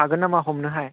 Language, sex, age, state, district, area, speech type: Bodo, male, 30-45, Assam, Chirang, rural, conversation